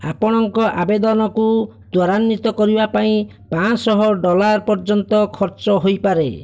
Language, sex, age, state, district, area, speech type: Odia, male, 30-45, Odisha, Bhadrak, rural, read